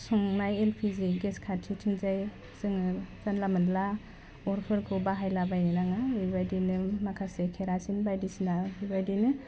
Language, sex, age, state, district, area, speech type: Bodo, female, 18-30, Assam, Udalguri, urban, spontaneous